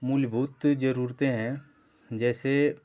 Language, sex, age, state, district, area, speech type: Hindi, male, 30-45, Uttar Pradesh, Ghazipur, urban, spontaneous